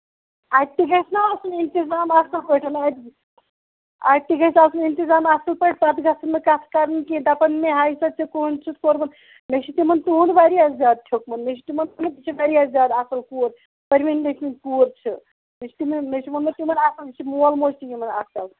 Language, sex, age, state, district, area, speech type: Kashmiri, male, 60+, Jammu and Kashmir, Ganderbal, rural, conversation